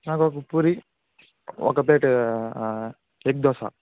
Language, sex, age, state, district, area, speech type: Telugu, male, 60+, Andhra Pradesh, Chittoor, rural, conversation